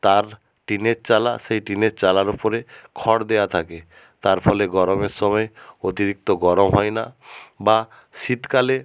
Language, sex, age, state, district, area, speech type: Bengali, male, 60+, West Bengal, Nadia, rural, spontaneous